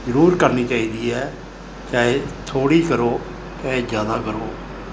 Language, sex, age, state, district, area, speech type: Punjabi, male, 60+, Punjab, Mohali, urban, spontaneous